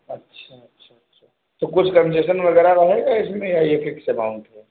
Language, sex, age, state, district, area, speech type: Hindi, male, 45-60, Uttar Pradesh, Sitapur, rural, conversation